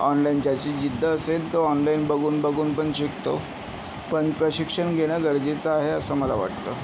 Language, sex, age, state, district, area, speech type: Marathi, male, 30-45, Maharashtra, Yavatmal, urban, spontaneous